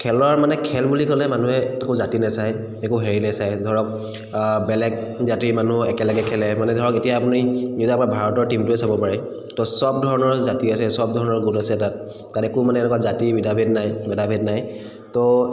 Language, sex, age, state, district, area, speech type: Assamese, male, 30-45, Assam, Charaideo, urban, spontaneous